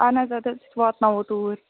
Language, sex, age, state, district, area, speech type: Kashmiri, female, 18-30, Jammu and Kashmir, Budgam, rural, conversation